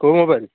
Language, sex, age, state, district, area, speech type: Odia, male, 18-30, Odisha, Nayagarh, rural, conversation